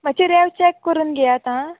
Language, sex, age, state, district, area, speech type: Goan Konkani, female, 18-30, Goa, Quepem, rural, conversation